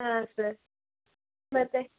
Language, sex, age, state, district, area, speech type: Kannada, female, 18-30, Karnataka, Tumkur, urban, conversation